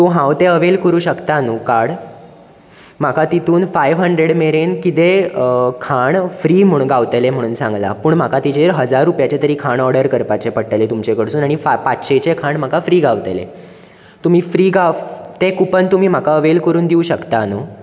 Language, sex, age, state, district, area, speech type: Goan Konkani, male, 18-30, Goa, Bardez, urban, spontaneous